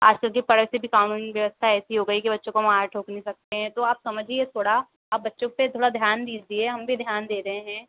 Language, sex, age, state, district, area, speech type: Hindi, female, 18-30, Madhya Pradesh, Harda, urban, conversation